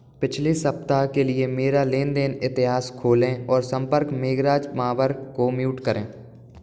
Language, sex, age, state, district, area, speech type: Hindi, male, 18-30, Madhya Pradesh, Gwalior, urban, read